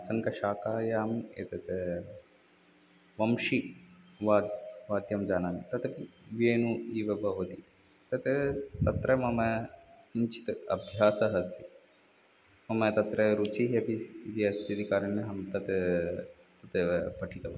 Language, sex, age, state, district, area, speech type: Sanskrit, male, 30-45, Tamil Nadu, Chennai, urban, spontaneous